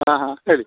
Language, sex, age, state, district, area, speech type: Kannada, male, 45-60, Karnataka, Udupi, rural, conversation